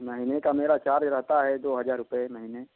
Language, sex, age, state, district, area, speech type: Hindi, male, 30-45, Uttar Pradesh, Chandauli, rural, conversation